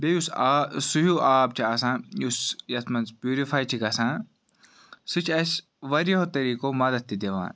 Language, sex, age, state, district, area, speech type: Kashmiri, male, 18-30, Jammu and Kashmir, Ganderbal, rural, spontaneous